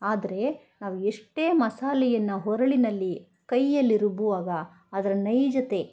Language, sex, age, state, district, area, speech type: Kannada, female, 60+, Karnataka, Bangalore Rural, rural, spontaneous